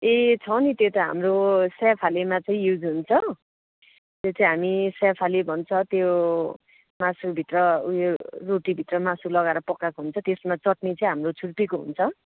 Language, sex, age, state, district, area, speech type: Nepali, female, 30-45, West Bengal, Darjeeling, rural, conversation